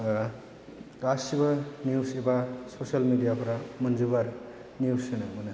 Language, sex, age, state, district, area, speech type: Bodo, male, 18-30, Assam, Chirang, rural, spontaneous